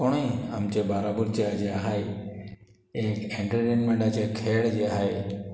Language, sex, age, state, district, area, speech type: Goan Konkani, male, 45-60, Goa, Murmgao, rural, spontaneous